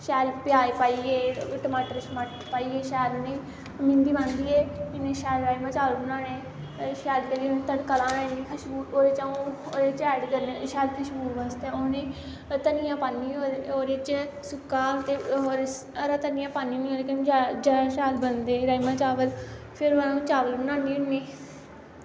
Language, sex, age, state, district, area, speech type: Dogri, female, 18-30, Jammu and Kashmir, Samba, rural, spontaneous